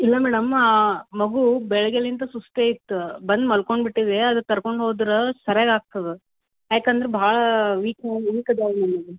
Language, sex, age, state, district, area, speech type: Kannada, female, 30-45, Karnataka, Gulbarga, urban, conversation